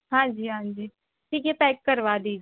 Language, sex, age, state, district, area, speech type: Hindi, female, 18-30, Madhya Pradesh, Balaghat, rural, conversation